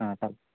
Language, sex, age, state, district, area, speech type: Marathi, male, 18-30, Maharashtra, Sangli, urban, conversation